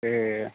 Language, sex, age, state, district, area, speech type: Bodo, male, 30-45, Assam, Kokrajhar, rural, conversation